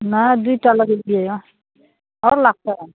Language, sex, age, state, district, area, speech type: Maithili, female, 60+, Bihar, Araria, rural, conversation